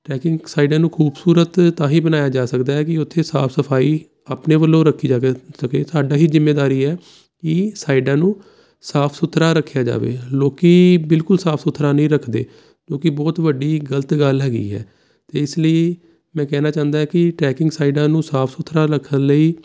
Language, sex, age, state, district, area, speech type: Punjabi, male, 30-45, Punjab, Jalandhar, urban, spontaneous